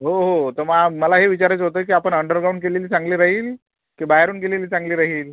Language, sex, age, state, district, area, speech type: Marathi, male, 45-60, Maharashtra, Akola, rural, conversation